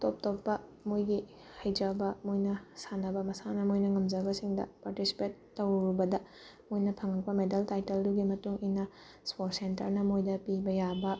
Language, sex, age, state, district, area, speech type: Manipuri, female, 18-30, Manipur, Bishnupur, rural, spontaneous